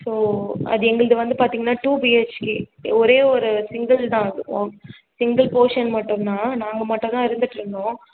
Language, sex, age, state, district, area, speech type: Tamil, female, 18-30, Tamil Nadu, Tiruvallur, urban, conversation